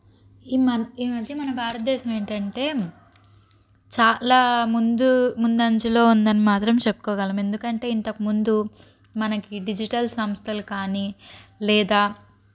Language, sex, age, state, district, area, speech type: Telugu, female, 30-45, Andhra Pradesh, Palnadu, urban, spontaneous